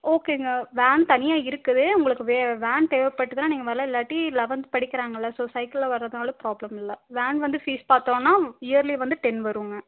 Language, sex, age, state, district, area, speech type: Tamil, female, 18-30, Tamil Nadu, Erode, rural, conversation